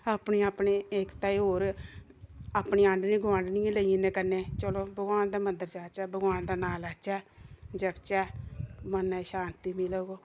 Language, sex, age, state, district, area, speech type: Dogri, female, 30-45, Jammu and Kashmir, Samba, urban, spontaneous